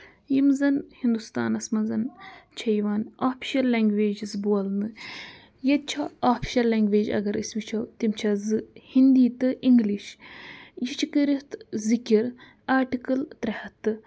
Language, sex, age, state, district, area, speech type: Kashmiri, female, 30-45, Jammu and Kashmir, Budgam, rural, spontaneous